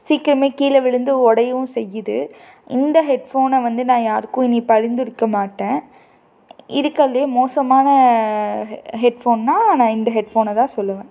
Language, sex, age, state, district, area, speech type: Tamil, female, 18-30, Tamil Nadu, Tiruppur, rural, spontaneous